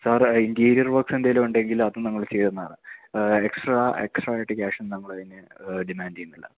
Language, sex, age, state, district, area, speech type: Malayalam, male, 18-30, Kerala, Idukki, rural, conversation